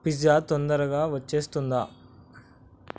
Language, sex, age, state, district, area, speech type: Telugu, male, 18-30, Telangana, Hyderabad, urban, read